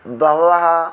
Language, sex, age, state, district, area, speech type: Sanskrit, male, 30-45, Telangana, Ranga Reddy, urban, spontaneous